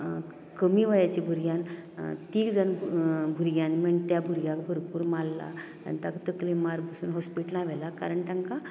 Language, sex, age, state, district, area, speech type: Goan Konkani, female, 60+, Goa, Canacona, rural, spontaneous